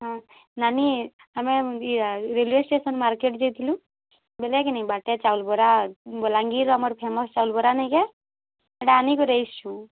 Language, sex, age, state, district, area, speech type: Odia, female, 18-30, Odisha, Bargarh, urban, conversation